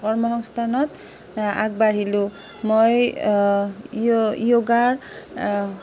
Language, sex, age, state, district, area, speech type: Assamese, female, 30-45, Assam, Nalbari, rural, spontaneous